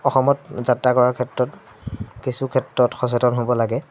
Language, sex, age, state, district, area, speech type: Assamese, male, 18-30, Assam, Majuli, urban, spontaneous